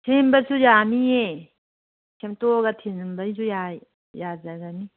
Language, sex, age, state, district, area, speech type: Manipuri, female, 45-60, Manipur, Kangpokpi, urban, conversation